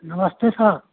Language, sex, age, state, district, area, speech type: Hindi, male, 60+, Uttar Pradesh, Pratapgarh, rural, conversation